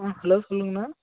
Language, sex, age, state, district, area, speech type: Tamil, male, 18-30, Tamil Nadu, Namakkal, rural, conversation